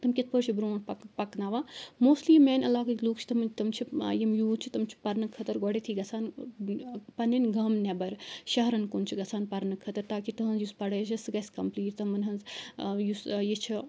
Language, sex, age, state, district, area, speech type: Kashmiri, female, 18-30, Jammu and Kashmir, Kupwara, rural, spontaneous